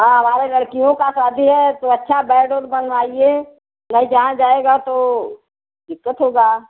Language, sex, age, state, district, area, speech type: Hindi, female, 60+, Uttar Pradesh, Chandauli, rural, conversation